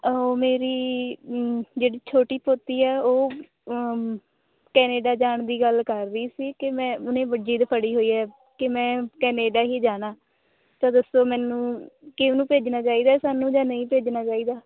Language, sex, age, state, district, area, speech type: Punjabi, female, 18-30, Punjab, Shaheed Bhagat Singh Nagar, rural, conversation